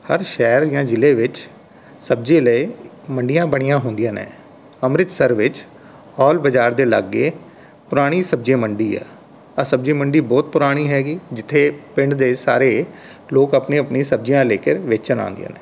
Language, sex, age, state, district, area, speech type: Punjabi, male, 45-60, Punjab, Rupnagar, rural, spontaneous